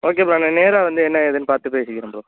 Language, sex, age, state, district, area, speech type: Tamil, male, 18-30, Tamil Nadu, Nagapattinam, rural, conversation